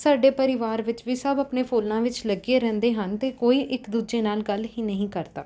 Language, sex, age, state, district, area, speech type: Punjabi, female, 18-30, Punjab, Rupnagar, urban, spontaneous